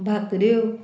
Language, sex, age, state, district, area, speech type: Goan Konkani, female, 30-45, Goa, Murmgao, urban, spontaneous